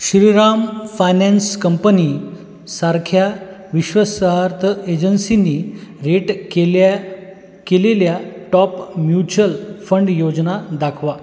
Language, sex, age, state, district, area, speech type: Marathi, male, 30-45, Maharashtra, Buldhana, urban, read